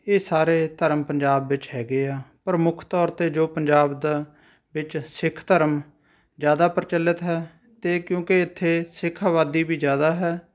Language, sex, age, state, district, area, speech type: Punjabi, male, 30-45, Punjab, Rupnagar, urban, spontaneous